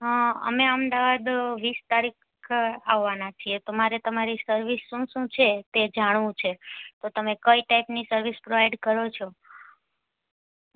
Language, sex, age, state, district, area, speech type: Gujarati, female, 18-30, Gujarat, Ahmedabad, urban, conversation